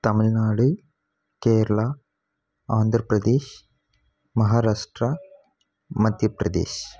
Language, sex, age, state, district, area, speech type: Tamil, male, 18-30, Tamil Nadu, Krishnagiri, rural, spontaneous